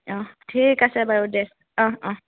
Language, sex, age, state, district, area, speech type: Assamese, female, 18-30, Assam, Charaideo, urban, conversation